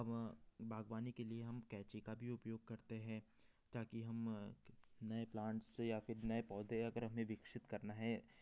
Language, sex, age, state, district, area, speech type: Hindi, male, 30-45, Madhya Pradesh, Betul, rural, spontaneous